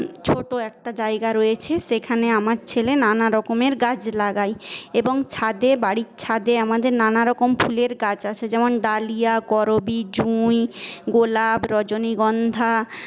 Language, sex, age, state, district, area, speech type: Bengali, female, 18-30, West Bengal, Paschim Medinipur, rural, spontaneous